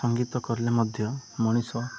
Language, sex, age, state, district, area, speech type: Odia, male, 18-30, Odisha, Koraput, urban, spontaneous